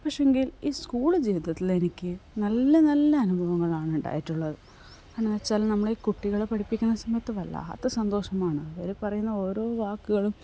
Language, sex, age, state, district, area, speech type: Malayalam, female, 45-60, Kerala, Kasaragod, rural, spontaneous